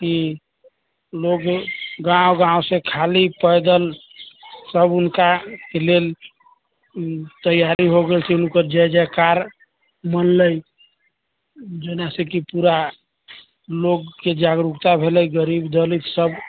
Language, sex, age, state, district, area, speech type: Maithili, male, 30-45, Bihar, Sitamarhi, rural, conversation